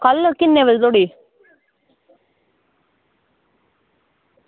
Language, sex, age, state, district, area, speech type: Dogri, female, 18-30, Jammu and Kashmir, Samba, rural, conversation